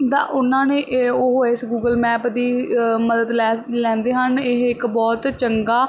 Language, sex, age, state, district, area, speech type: Punjabi, female, 18-30, Punjab, Barnala, urban, spontaneous